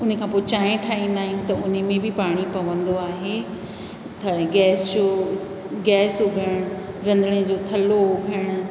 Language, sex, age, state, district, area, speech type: Sindhi, female, 60+, Rajasthan, Ajmer, urban, spontaneous